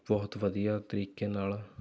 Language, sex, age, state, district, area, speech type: Punjabi, male, 18-30, Punjab, Rupnagar, rural, spontaneous